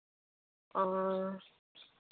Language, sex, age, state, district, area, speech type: Santali, female, 30-45, West Bengal, Malda, rural, conversation